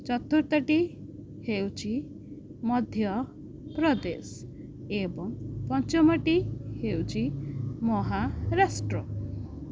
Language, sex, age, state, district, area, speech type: Odia, female, 18-30, Odisha, Jagatsinghpur, rural, spontaneous